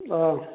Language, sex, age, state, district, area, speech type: Manipuri, male, 45-60, Manipur, Kakching, rural, conversation